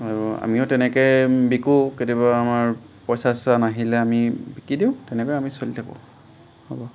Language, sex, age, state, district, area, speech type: Assamese, male, 18-30, Assam, Golaghat, rural, spontaneous